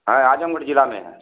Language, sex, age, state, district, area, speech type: Hindi, male, 60+, Uttar Pradesh, Azamgarh, urban, conversation